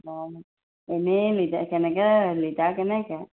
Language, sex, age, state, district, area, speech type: Assamese, female, 45-60, Assam, Majuli, rural, conversation